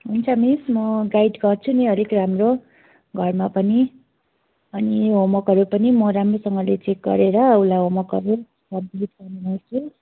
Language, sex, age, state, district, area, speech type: Nepali, female, 30-45, West Bengal, Kalimpong, rural, conversation